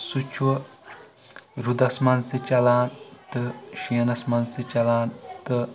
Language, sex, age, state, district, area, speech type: Kashmiri, male, 18-30, Jammu and Kashmir, Shopian, rural, spontaneous